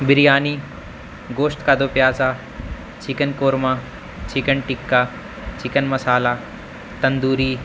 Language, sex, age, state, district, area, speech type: Urdu, male, 18-30, Uttar Pradesh, Azamgarh, rural, spontaneous